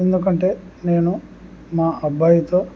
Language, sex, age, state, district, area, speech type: Telugu, male, 18-30, Andhra Pradesh, Kurnool, urban, spontaneous